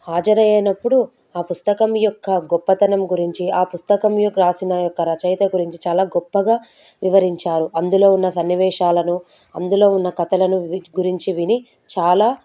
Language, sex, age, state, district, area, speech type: Telugu, female, 30-45, Telangana, Medchal, urban, spontaneous